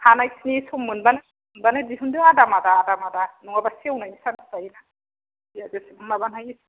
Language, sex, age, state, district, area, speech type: Bodo, female, 30-45, Assam, Chirang, urban, conversation